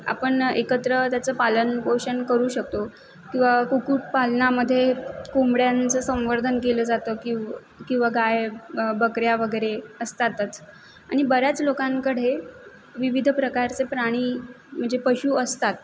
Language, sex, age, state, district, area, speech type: Marathi, female, 18-30, Maharashtra, Mumbai City, urban, spontaneous